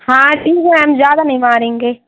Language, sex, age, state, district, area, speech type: Hindi, female, 18-30, Madhya Pradesh, Seoni, urban, conversation